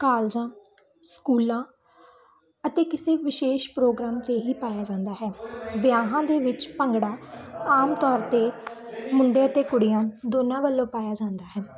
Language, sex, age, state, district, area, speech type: Punjabi, female, 18-30, Punjab, Muktsar, rural, spontaneous